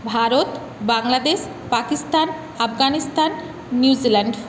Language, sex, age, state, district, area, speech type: Bengali, female, 30-45, West Bengal, Paschim Medinipur, urban, spontaneous